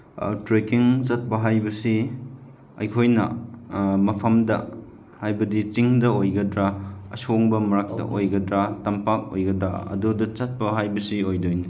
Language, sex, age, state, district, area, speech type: Manipuri, male, 30-45, Manipur, Chandel, rural, spontaneous